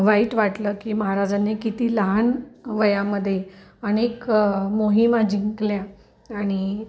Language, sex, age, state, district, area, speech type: Marathi, female, 45-60, Maharashtra, Osmanabad, rural, spontaneous